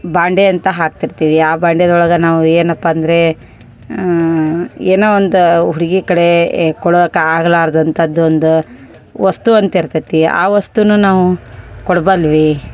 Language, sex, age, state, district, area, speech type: Kannada, female, 30-45, Karnataka, Koppal, urban, spontaneous